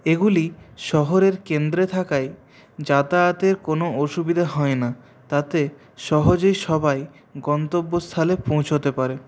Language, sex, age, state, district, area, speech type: Bengali, male, 30-45, West Bengal, Purulia, urban, spontaneous